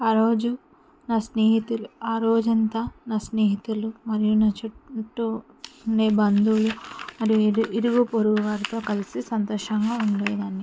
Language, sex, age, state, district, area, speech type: Telugu, female, 45-60, Telangana, Mancherial, rural, spontaneous